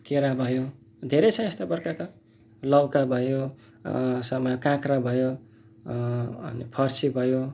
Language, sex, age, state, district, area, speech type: Nepali, male, 30-45, West Bengal, Kalimpong, rural, spontaneous